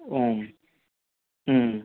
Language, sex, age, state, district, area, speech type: Tamil, male, 60+, Tamil Nadu, Ariyalur, rural, conversation